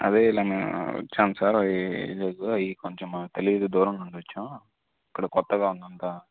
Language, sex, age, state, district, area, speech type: Telugu, male, 18-30, Andhra Pradesh, Guntur, urban, conversation